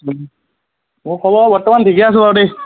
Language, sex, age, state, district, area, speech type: Assamese, male, 18-30, Assam, Dhemaji, rural, conversation